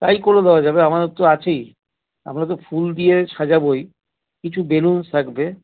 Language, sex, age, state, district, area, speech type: Bengali, male, 60+, West Bengal, Paschim Bardhaman, urban, conversation